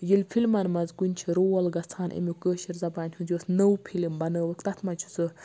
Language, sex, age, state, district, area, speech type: Kashmiri, female, 18-30, Jammu and Kashmir, Baramulla, rural, spontaneous